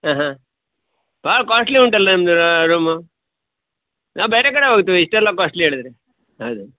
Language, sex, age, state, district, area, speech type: Kannada, male, 45-60, Karnataka, Uttara Kannada, rural, conversation